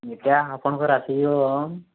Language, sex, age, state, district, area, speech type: Odia, male, 18-30, Odisha, Mayurbhanj, rural, conversation